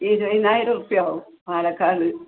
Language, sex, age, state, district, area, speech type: Malayalam, female, 60+, Kerala, Malappuram, rural, conversation